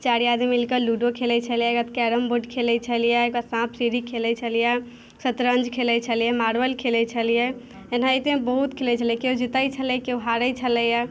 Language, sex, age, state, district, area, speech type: Maithili, female, 18-30, Bihar, Muzaffarpur, rural, spontaneous